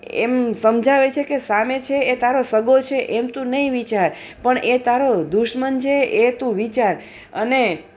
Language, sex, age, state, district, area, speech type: Gujarati, female, 45-60, Gujarat, Junagadh, urban, spontaneous